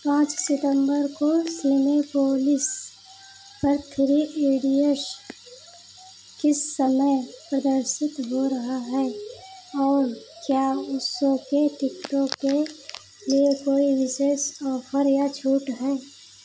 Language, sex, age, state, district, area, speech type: Hindi, female, 45-60, Uttar Pradesh, Sitapur, rural, read